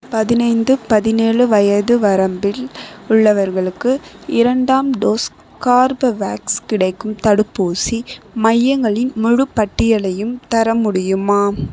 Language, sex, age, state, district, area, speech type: Tamil, female, 18-30, Tamil Nadu, Dharmapuri, urban, read